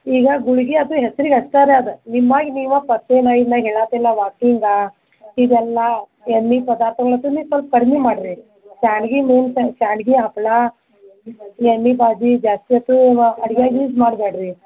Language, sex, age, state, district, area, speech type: Kannada, female, 60+, Karnataka, Belgaum, rural, conversation